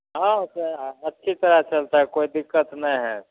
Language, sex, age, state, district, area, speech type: Hindi, male, 30-45, Bihar, Begusarai, rural, conversation